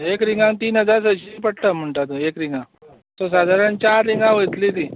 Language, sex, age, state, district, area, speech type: Goan Konkani, male, 45-60, Goa, Tiswadi, rural, conversation